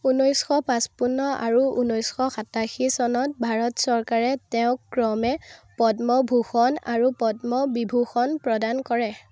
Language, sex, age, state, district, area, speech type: Assamese, female, 18-30, Assam, Biswanath, rural, read